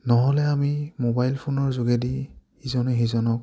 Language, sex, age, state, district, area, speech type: Assamese, male, 18-30, Assam, Lakhimpur, urban, spontaneous